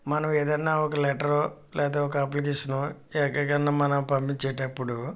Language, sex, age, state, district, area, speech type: Telugu, male, 45-60, Andhra Pradesh, Kakinada, urban, spontaneous